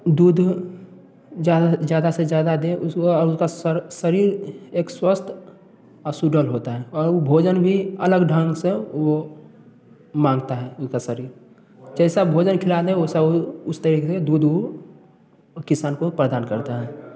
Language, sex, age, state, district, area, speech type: Hindi, male, 18-30, Bihar, Samastipur, rural, spontaneous